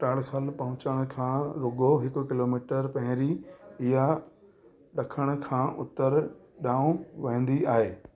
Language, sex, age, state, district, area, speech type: Sindhi, male, 30-45, Gujarat, Surat, urban, read